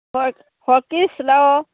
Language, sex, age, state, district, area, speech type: Manipuri, female, 60+, Manipur, Churachandpur, urban, conversation